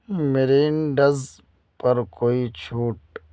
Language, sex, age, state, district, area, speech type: Urdu, male, 30-45, Uttar Pradesh, Ghaziabad, urban, read